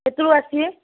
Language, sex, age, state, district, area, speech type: Odia, female, 45-60, Odisha, Ganjam, urban, conversation